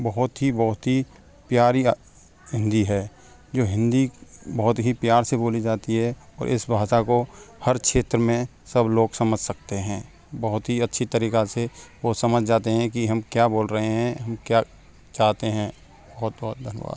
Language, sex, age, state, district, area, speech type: Hindi, male, 18-30, Rajasthan, Karauli, rural, spontaneous